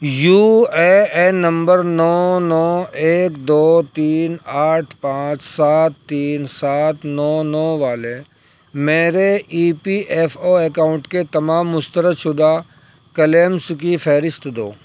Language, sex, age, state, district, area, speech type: Urdu, male, 30-45, Uttar Pradesh, Saharanpur, urban, read